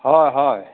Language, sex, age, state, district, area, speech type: Assamese, male, 30-45, Assam, Nagaon, rural, conversation